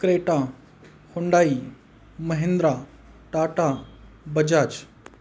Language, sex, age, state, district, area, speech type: Marathi, male, 30-45, Maharashtra, Beed, rural, spontaneous